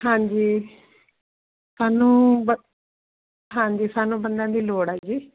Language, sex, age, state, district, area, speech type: Punjabi, female, 60+, Punjab, Barnala, rural, conversation